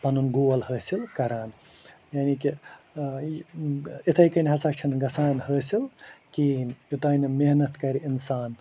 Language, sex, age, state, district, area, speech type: Kashmiri, male, 30-45, Jammu and Kashmir, Ganderbal, rural, spontaneous